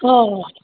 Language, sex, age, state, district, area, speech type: Gujarati, male, 60+, Gujarat, Aravalli, urban, conversation